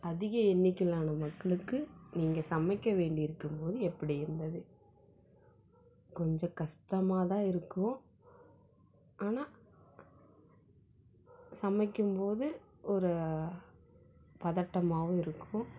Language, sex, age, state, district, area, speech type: Tamil, female, 18-30, Tamil Nadu, Salem, rural, spontaneous